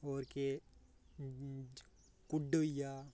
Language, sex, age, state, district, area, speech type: Dogri, male, 18-30, Jammu and Kashmir, Reasi, rural, spontaneous